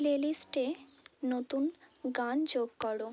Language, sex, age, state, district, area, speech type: Bengali, female, 18-30, West Bengal, Hooghly, urban, read